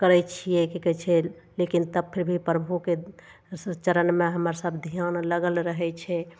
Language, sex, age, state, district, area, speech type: Maithili, female, 45-60, Bihar, Begusarai, urban, spontaneous